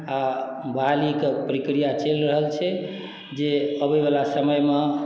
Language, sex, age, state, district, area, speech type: Maithili, male, 45-60, Bihar, Madhubani, rural, spontaneous